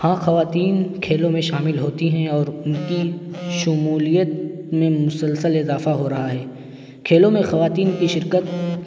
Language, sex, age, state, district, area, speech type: Urdu, male, 18-30, Uttar Pradesh, Siddharthnagar, rural, spontaneous